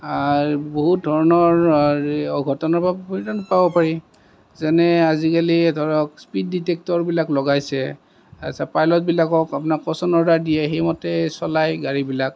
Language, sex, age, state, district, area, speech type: Assamese, male, 30-45, Assam, Kamrup Metropolitan, urban, spontaneous